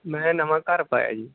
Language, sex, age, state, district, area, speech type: Punjabi, male, 30-45, Punjab, Bathinda, urban, conversation